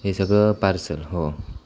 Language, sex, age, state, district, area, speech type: Marathi, male, 30-45, Maharashtra, Sindhudurg, rural, spontaneous